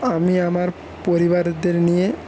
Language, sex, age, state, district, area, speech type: Bengali, male, 18-30, West Bengal, Paschim Medinipur, rural, spontaneous